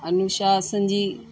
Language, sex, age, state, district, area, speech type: Sindhi, female, 60+, Delhi, South Delhi, urban, spontaneous